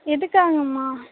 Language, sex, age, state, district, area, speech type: Tamil, female, 18-30, Tamil Nadu, Karur, rural, conversation